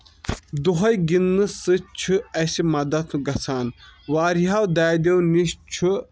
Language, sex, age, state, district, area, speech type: Kashmiri, male, 18-30, Jammu and Kashmir, Kulgam, rural, spontaneous